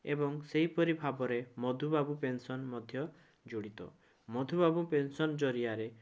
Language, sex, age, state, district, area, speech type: Odia, male, 18-30, Odisha, Bhadrak, rural, spontaneous